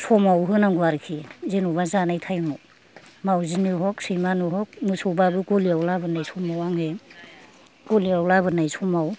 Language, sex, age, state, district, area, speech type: Bodo, female, 60+, Assam, Kokrajhar, urban, spontaneous